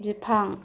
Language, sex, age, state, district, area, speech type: Bodo, female, 18-30, Assam, Kokrajhar, urban, read